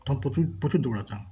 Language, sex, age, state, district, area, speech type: Bengali, male, 60+, West Bengal, Darjeeling, rural, spontaneous